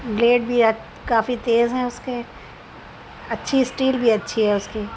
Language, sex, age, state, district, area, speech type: Urdu, female, 45-60, Uttar Pradesh, Shahjahanpur, urban, spontaneous